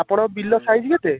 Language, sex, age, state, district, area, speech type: Odia, male, 18-30, Odisha, Puri, urban, conversation